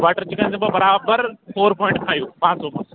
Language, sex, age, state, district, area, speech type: Kashmiri, male, 18-30, Jammu and Kashmir, Pulwama, urban, conversation